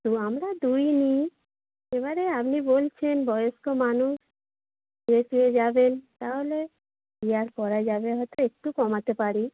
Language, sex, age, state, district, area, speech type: Bengali, female, 30-45, West Bengal, Darjeeling, rural, conversation